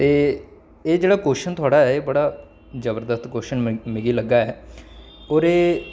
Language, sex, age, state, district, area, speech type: Dogri, male, 18-30, Jammu and Kashmir, Samba, rural, spontaneous